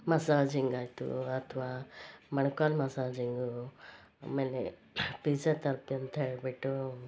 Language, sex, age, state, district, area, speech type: Kannada, female, 45-60, Karnataka, Koppal, rural, spontaneous